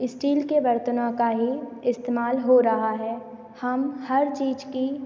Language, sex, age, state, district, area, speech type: Hindi, female, 18-30, Madhya Pradesh, Hoshangabad, urban, spontaneous